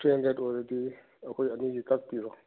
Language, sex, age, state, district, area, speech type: Manipuri, male, 45-60, Manipur, Chandel, rural, conversation